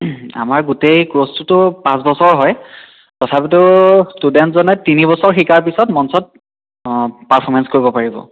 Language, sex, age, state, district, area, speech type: Assamese, male, 18-30, Assam, Biswanath, rural, conversation